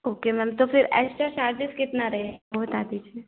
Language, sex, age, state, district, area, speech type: Hindi, female, 18-30, Madhya Pradesh, Narsinghpur, rural, conversation